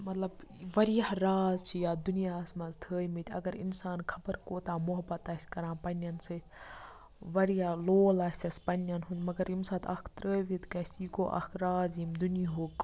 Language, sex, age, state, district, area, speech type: Kashmiri, female, 30-45, Jammu and Kashmir, Budgam, rural, spontaneous